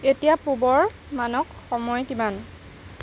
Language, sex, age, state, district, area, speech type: Assamese, female, 60+, Assam, Nagaon, rural, read